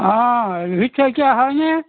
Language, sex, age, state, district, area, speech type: Assamese, male, 60+, Assam, Dhemaji, rural, conversation